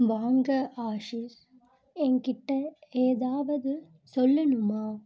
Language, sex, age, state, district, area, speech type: Tamil, female, 18-30, Tamil Nadu, Chennai, urban, read